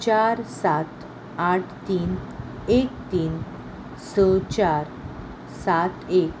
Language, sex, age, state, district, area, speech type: Goan Konkani, female, 18-30, Goa, Salcete, urban, read